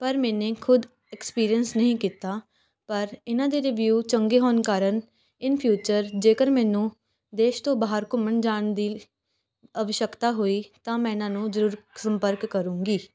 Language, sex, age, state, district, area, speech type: Punjabi, female, 18-30, Punjab, Patiala, urban, spontaneous